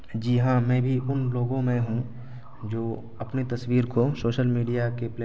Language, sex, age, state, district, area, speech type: Urdu, male, 18-30, Bihar, Araria, rural, spontaneous